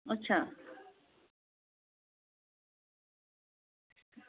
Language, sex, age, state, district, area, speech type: Dogri, female, 45-60, Jammu and Kashmir, Samba, rural, conversation